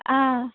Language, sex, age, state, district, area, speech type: Malayalam, female, 18-30, Kerala, Thiruvananthapuram, rural, conversation